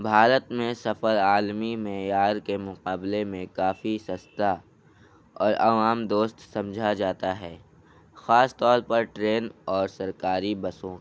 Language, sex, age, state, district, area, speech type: Urdu, male, 18-30, Delhi, North East Delhi, rural, spontaneous